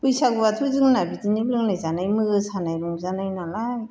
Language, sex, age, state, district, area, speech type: Bodo, female, 60+, Assam, Chirang, rural, spontaneous